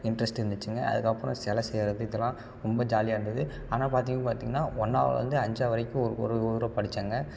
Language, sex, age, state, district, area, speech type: Tamil, male, 18-30, Tamil Nadu, Tiruppur, rural, spontaneous